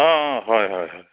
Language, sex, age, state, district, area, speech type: Assamese, male, 60+, Assam, Biswanath, rural, conversation